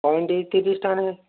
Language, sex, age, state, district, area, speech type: Odia, female, 60+, Odisha, Gajapati, rural, conversation